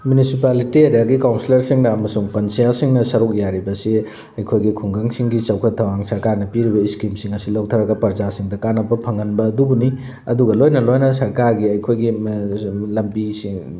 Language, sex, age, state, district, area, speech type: Manipuri, male, 45-60, Manipur, Thoubal, rural, spontaneous